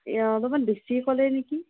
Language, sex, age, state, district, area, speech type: Assamese, female, 18-30, Assam, Kamrup Metropolitan, urban, conversation